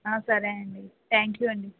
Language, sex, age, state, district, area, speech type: Telugu, female, 30-45, Andhra Pradesh, Vizianagaram, urban, conversation